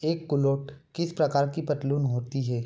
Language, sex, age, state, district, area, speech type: Hindi, male, 18-30, Madhya Pradesh, Bhopal, urban, read